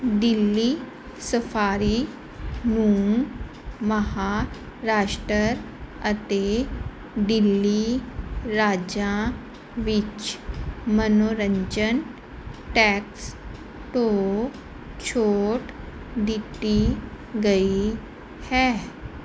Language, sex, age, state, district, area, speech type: Punjabi, female, 30-45, Punjab, Fazilka, rural, read